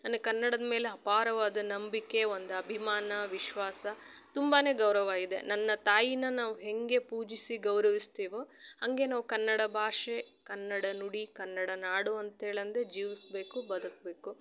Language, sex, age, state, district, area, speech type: Kannada, female, 30-45, Karnataka, Chitradurga, rural, spontaneous